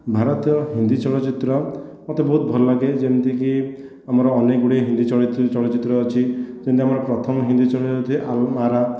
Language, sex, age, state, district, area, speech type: Odia, male, 18-30, Odisha, Khordha, rural, spontaneous